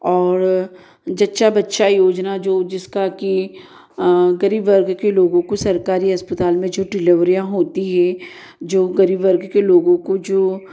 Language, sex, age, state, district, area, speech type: Hindi, female, 45-60, Madhya Pradesh, Ujjain, urban, spontaneous